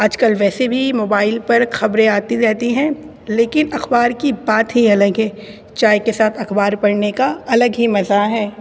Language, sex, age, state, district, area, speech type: Urdu, female, 18-30, Delhi, North East Delhi, urban, spontaneous